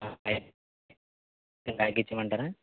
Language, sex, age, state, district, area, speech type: Telugu, male, 18-30, Andhra Pradesh, West Godavari, rural, conversation